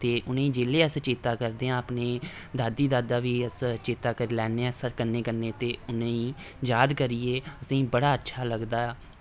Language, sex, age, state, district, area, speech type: Dogri, male, 18-30, Jammu and Kashmir, Reasi, rural, spontaneous